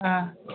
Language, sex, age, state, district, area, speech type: Manipuri, female, 60+, Manipur, Kangpokpi, urban, conversation